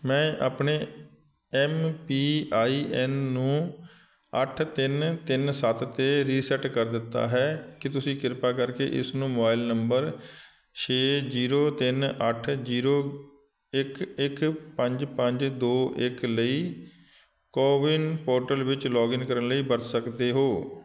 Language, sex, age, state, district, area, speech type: Punjabi, male, 45-60, Punjab, Shaheed Bhagat Singh Nagar, urban, read